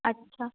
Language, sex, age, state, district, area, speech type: Sindhi, female, 18-30, Delhi, South Delhi, urban, conversation